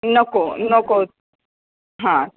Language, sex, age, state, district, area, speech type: Marathi, female, 30-45, Maharashtra, Kolhapur, urban, conversation